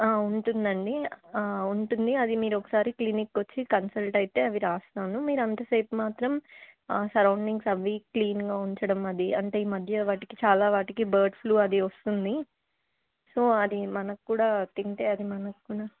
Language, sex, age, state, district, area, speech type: Telugu, female, 18-30, Telangana, Warangal, rural, conversation